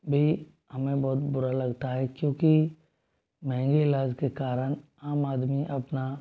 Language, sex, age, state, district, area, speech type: Hindi, male, 18-30, Rajasthan, Jodhpur, rural, spontaneous